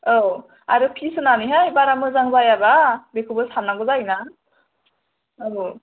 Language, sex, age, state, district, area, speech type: Bodo, female, 18-30, Assam, Chirang, urban, conversation